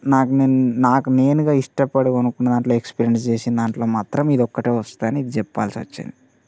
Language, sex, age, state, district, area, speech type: Telugu, male, 18-30, Telangana, Mancherial, rural, spontaneous